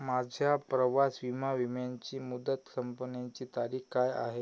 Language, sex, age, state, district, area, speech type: Marathi, male, 18-30, Maharashtra, Amravati, urban, read